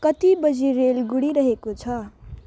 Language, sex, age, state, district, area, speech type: Nepali, female, 18-30, West Bengal, Jalpaiguri, rural, read